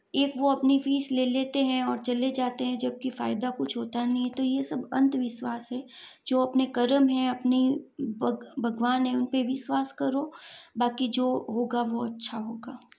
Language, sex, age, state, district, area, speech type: Hindi, female, 45-60, Rajasthan, Jodhpur, urban, spontaneous